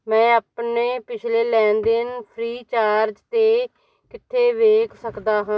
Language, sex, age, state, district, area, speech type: Punjabi, female, 45-60, Punjab, Moga, rural, read